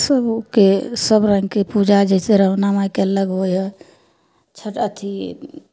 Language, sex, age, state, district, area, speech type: Maithili, female, 30-45, Bihar, Samastipur, rural, spontaneous